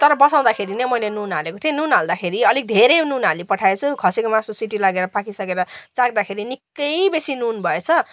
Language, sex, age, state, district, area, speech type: Nepali, female, 18-30, West Bengal, Darjeeling, rural, spontaneous